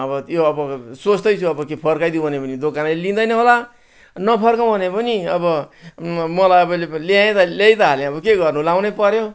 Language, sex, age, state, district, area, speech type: Nepali, male, 60+, West Bengal, Kalimpong, rural, spontaneous